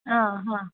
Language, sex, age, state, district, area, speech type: Sanskrit, female, 30-45, Tamil Nadu, Karur, rural, conversation